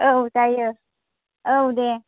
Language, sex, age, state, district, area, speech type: Bodo, female, 30-45, Assam, Chirang, rural, conversation